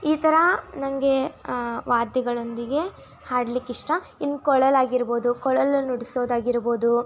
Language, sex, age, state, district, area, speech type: Kannada, female, 18-30, Karnataka, Tumkur, rural, spontaneous